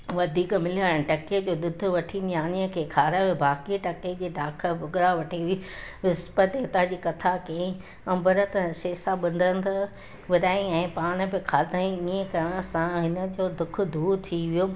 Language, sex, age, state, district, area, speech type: Sindhi, female, 60+, Gujarat, Junagadh, urban, spontaneous